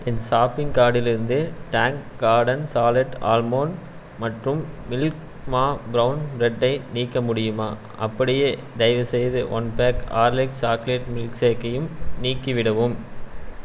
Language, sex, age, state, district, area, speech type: Tamil, male, 18-30, Tamil Nadu, Erode, rural, read